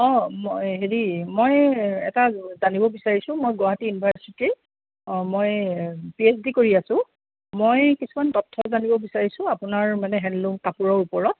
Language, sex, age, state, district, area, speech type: Assamese, female, 45-60, Assam, Kamrup Metropolitan, urban, conversation